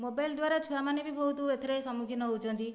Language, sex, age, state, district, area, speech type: Odia, female, 30-45, Odisha, Dhenkanal, rural, spontaneous